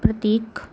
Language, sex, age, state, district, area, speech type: Marathi, female, 18-30, Maharashtra, Amravati, urban, spontaneous